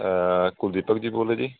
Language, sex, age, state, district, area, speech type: Punjabi, male, 30-45, Punjab, Kapurthala, urban, conversation